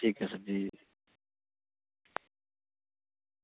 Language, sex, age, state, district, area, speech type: Dogri, male, 18-30, Jammu and Kashmir, Samba, rural, conversation